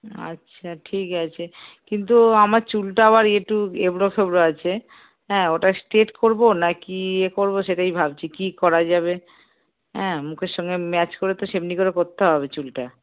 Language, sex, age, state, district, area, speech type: Bengali, female, 30-45, West Bengal, Darjeeling, rural, conversation